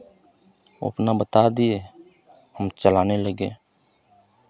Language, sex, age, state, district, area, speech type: Hindi, male, 30-45, Uttar Pradesh, Chandauli, rural, spontaneous